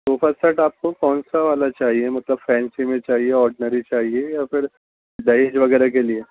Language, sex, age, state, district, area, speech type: Urdu, male, 30-45, Delhi, East Delhi, urban, conversation